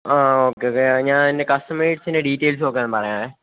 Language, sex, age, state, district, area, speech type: Malayalam, male, 18-30, Kerala, Idukki, rural, conversation